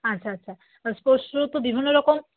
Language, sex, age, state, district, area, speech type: Bengali, female, 30-45, West Bengal, Alipurduar, rural, conversation